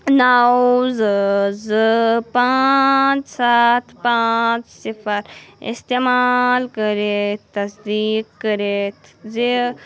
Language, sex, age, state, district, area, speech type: Kashmiri, female, 30-45, Jammu and Kashmir, Anantnag, urban, read